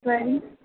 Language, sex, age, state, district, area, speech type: Sanskrit, female, 18-30, Kerala, Thrissur, urban, conversation